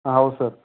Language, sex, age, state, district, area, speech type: Kannada, male, 30-45, Karnataka, Belgaum, rural, conversation